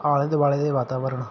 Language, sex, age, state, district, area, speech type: Punjabi, male, 18-30, Punjab, Patiala, urban, read